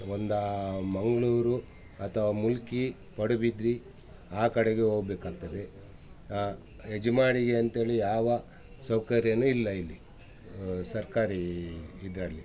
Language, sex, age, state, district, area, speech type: Kannada, male, 60+, Karnataka, Udupi, rural, spontaneous